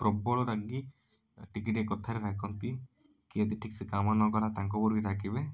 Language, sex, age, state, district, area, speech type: Odia, male, 30-45, Odisha, Cuttack, urban, spontaneous